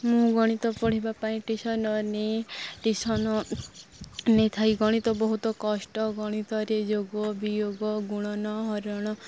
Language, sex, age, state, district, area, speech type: Odia, female, 18-30, Odisha, Nuapada, urban, spontaneous